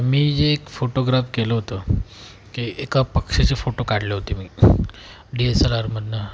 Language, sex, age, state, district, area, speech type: Marathi, male, 18-30, Maharashtra, Jalna, rural, spontaneous